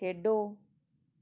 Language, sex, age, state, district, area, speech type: Punjabi, female, 45-60, Punjab, Gurdaspur, urban, read